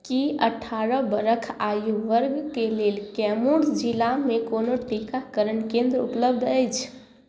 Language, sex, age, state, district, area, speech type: Maithili, female, 18-30, Bihar, Samastipur, urban, read